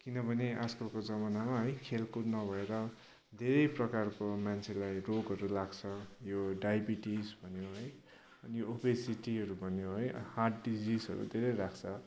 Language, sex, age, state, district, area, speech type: Nepali, male, 18-30, West Bengal, Kalimpong, rural, spontaneous